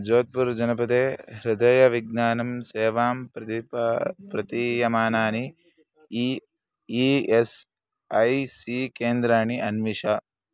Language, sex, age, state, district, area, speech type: Sanskrit, male, 18-30, Karnataka, Chikkamagaluru, urban, read